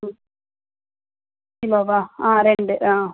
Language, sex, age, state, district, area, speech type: Tamil, female, 30-45, Tamil Nadu, Pudukkottai, urban, conversation